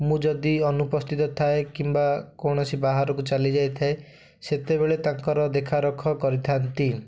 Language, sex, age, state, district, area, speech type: Odia, male, 30-45, Odisha, Bhadrak, rural, spontaneous